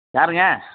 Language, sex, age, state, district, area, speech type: Tamil, male, 30-45, Tamil Nadu, Chengalpattu, rural, conversation